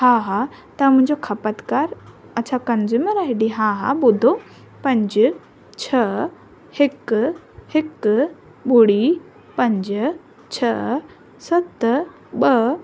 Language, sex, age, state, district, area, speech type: Sindhi, female, 18-30, Rajasthan, Ajmer, urban, spontaneous